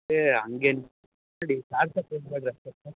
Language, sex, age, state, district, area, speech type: Kannada, male, 30-45, Karnataka, Raichur, rural, conversation